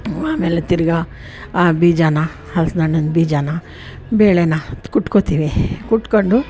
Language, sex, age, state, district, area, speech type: Kannada, female, 60+, Karnataka, Mysore, rural, spontaneous